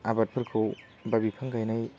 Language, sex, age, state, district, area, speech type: Bodo, male, 18-30, Assam, Baksa, rural, spontaneous